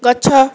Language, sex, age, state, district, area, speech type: Odia, female, 30-45, Odisha, Dhenkanal, rural, read